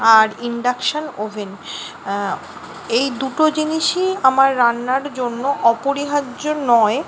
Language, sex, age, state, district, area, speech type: Bengali, female, 30-45, West Bengal, Purba Bardhaman, urban, spontaneous